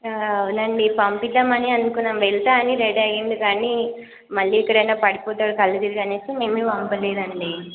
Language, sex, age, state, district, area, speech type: Telugu, female, 18-30, Telangana, Nagarkurnool, rural, conversation